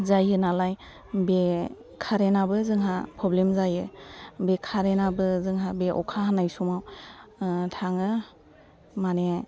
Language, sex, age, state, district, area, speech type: Bodo, female, 45-60, Assam, Chirang, rural, spontaneous